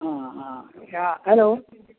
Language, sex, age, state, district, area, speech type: Goan Konkani, male, 60+, Goa, Bardez, urban, conversation